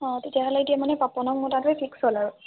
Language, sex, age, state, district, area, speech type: Assamese, female, 18-30, Assam, Sivasagar, rural, conversation